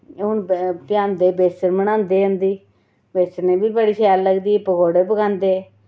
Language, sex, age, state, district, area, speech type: Dogri, female, 30-45, Jammu and Kashmir, Reasi, rural, spontaneous